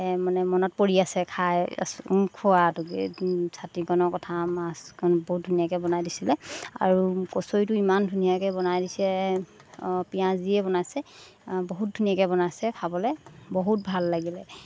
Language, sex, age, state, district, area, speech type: Assamese, female, 30-45, Assam, Golaghat, urban, spontaneous